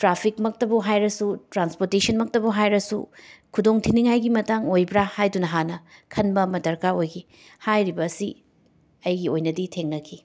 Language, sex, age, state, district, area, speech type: Manipuri, female, 30-45, Manipur, Imphal West, urban, spontaneous